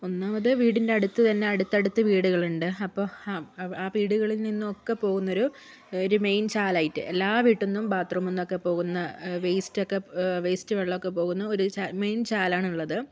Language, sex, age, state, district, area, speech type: Malayalam, female, 30-45, Kerala, Wayanad, rural, spontaneous